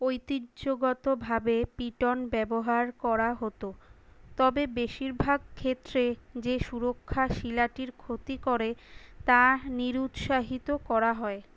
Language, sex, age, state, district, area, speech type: Bengali, female, 18-30, West Bengal, Kolkata, urban, read